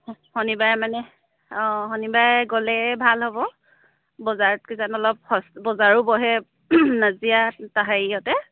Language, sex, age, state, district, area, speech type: Assamese, female, 30-45, Assam, Sivasagar, rural, conversation